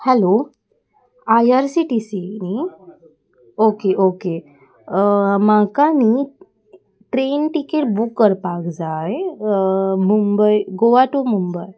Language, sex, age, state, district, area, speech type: Goan Konkani, female, 18-30, Goa, Salcete, urban, spontaneous